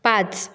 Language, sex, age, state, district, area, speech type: Goan Konkani, female, 18-30, Goa, Canacona, rural, read